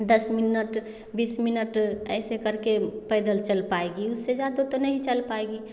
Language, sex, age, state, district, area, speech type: Hindi, female, 30-45, Bihar, Samastipur, rural, spontaneous